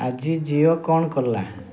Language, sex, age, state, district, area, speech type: Odia, male, 45-60, Odisha, Mayurbhanj, rural, read